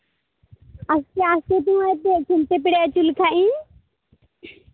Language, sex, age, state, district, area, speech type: Santali, male, 30-45, Jharkhand, Pakur, rural, conversation